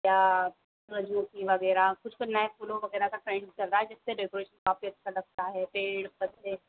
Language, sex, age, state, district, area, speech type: Hindi, female, 18-30, Madhya Pradesh, Harda, urban, conversation